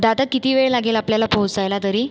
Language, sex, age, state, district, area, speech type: Marathi, female, 30-45, Maharashtra, Buldhana, rural, spontaneous